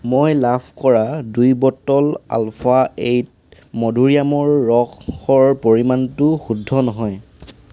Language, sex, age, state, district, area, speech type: Assamese, male, 18-30, Assam, Tinsukia, urban, read